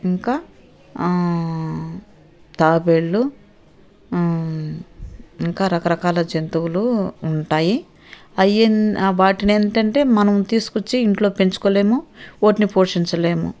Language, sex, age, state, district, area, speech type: Telugu, female, 60+, Andhra Pradesh, Nellore, rural, spontaneous